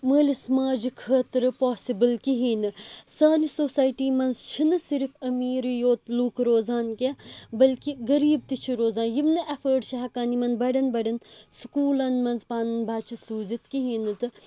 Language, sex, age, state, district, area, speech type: Kashmiri, female, 18-30, Jammu and Kashmir, Srinagar, rural, spontaneous